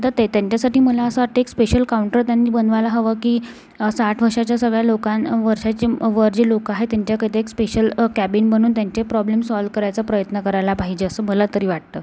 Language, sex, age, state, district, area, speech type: Marathi, female, 18-30, Maharashtra, Amravati, urban, spontaneous